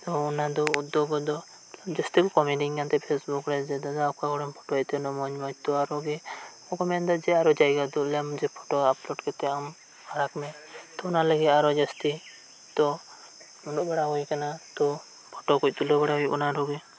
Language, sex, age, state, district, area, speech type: Santali, male, 18-30, West Bengal, Birbhum, rural, spontaneous